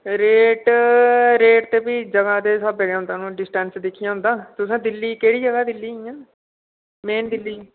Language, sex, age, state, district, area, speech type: Dogri, male, 18-30, Jammu and Kashmir, Udhampur, rural, conversation